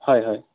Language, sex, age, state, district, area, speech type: Assamese, male, 18-30, Assam, Lakhimpur, rural, conversation